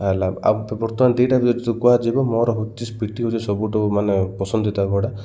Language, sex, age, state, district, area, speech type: Odia, male, 30-45, Odisha, Koraput, urban, spontaneous